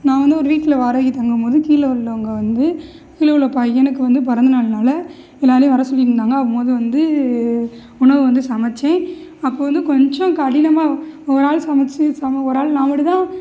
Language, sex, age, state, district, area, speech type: Tamil, female, 18-30, Tamil Nadu, Sivaganga, rural, spontaneous